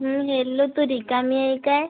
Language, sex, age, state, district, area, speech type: Marathi, female, 18-30, Maharashtra, Amravati, rural, conversation